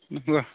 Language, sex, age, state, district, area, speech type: Bodo, male, 30-45, Assam, Udalguri, rural, conversation